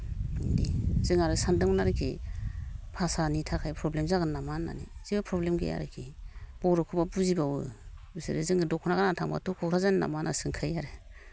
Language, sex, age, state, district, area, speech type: Bodo, female, 45-60, Assam, Baksa, rural, spontaneous